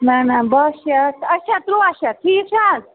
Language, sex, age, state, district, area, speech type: Kashmiri, female, 30-45, Jammu and Kashmir, Budgam, rural, conversation